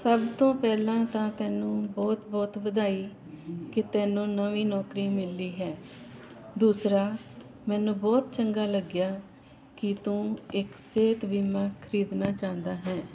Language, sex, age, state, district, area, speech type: Punjabi, female, 45-60, Punjab, Jalandhar, urban, spontaneous